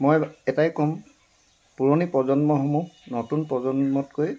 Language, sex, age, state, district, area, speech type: Assamese, male, 60+, Assam, Dibrugarh, rural, spontaneous